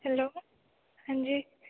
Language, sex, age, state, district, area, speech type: Hindi, female, 18-30, Bihar, Begusarai, rural, conversation